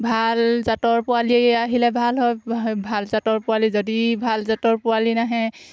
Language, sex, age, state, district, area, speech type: Assamese, female, 30-45, Assam, Golaghat, rural, spontaneous